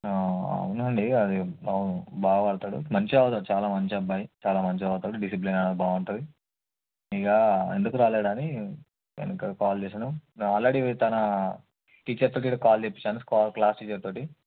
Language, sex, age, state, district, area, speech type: Telugu, male, 18-30, Telangana, Hyderabad, urban, conversation